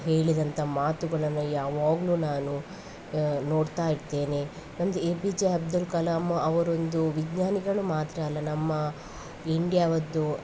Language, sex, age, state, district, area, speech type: Kannada, female, 18-30, Karnataka, Udupi, rural, spontaneous